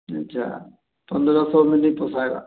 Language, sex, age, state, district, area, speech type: Hindi, male, 60+, Bihar, Samastipur, urban, conversation